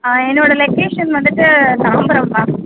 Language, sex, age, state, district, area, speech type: Tamil, female, 18-30, Tamil Nadu, Chengalpattu, rural, conversation